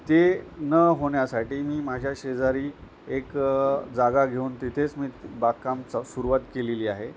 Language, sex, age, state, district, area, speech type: Marathi, male, 45-60, Maharashtra, Nanded, rural, spontaneous